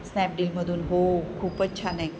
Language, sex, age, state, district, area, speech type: Marathi, female, 45-60, Maharashtra, Ratnagiri, urban, spontaneous